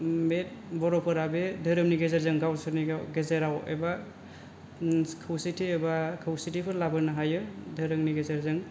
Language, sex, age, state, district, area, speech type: Bodo, male, 18-30, Assam, Kokrajhar, rural, spontaneous